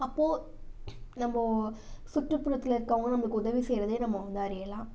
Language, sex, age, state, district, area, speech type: Tamil, female, 18-30, Tamil Nadu, Namakkal, rural, spontaneous